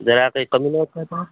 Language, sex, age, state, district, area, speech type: Marathi, male, 45-60, Maharashtra, Amravati, rural, conversation